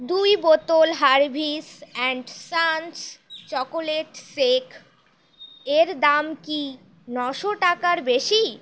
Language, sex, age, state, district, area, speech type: Bengali, female, 18-30, West Bengal, Howrah, urban, read